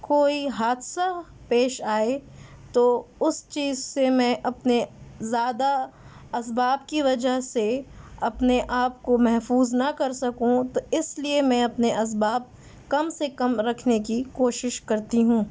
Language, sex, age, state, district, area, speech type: Urdu, female, 30-45, Delhi, South Delhi, rural, spontaneous